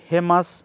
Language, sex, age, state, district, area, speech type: Assamese, male, 18-30, Assam, Dibrugarh, rural, spontaneous